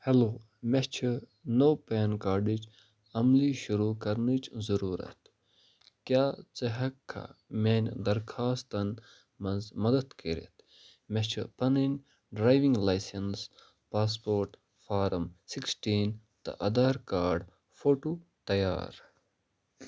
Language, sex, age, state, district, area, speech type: Kashmiri, male, 18-30, Jammu and Kashmir, Bandipora, rural, read